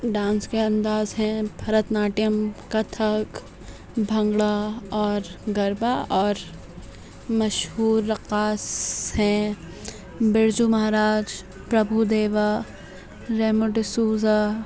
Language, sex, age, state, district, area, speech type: Urdu, male, 18-30, Delhi, Central Delhi, urban, spontaneous